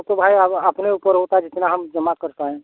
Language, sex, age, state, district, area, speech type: Hindi, male, 30-45, Uttar Pradesh, Prayagraj, urban, conversation